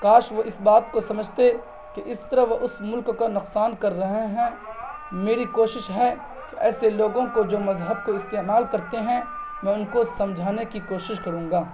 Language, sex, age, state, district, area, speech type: Urdu, male, 18-30, Bihar, Purnia, rural, spontaneous